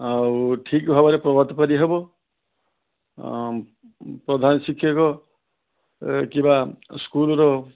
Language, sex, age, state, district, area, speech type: Odia, male, 60+, Odisha, Balasore, rural, conversation